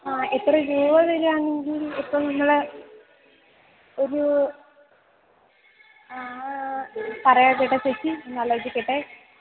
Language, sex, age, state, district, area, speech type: Malayalam, female, 18-30, Kerala, Idukki, rural, conversation